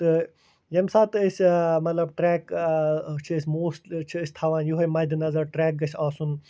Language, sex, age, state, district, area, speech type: Kashmiri, male, 45-60, Jammu and Kashmir, Ganderbal, rural, spontaneous